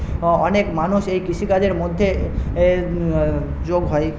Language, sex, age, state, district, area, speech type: Bengali, male, 18-30, West Bengal, Paschim Medinipur, rural, spontaneous